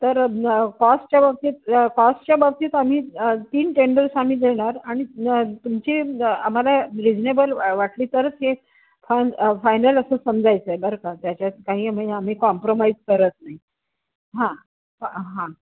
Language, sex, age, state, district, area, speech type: Marathi, female, 60+, Maharashtra, Nanded, urban, conversation